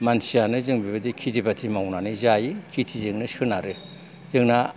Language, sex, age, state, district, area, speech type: Bodo, male, 60+, Assam, Kokrajhar, rural, spontaneous